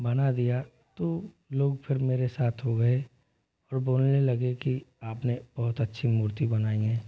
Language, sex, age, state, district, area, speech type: Hindi, male, 18-30, Rajasthan, Jodhpur, rural, spontaneous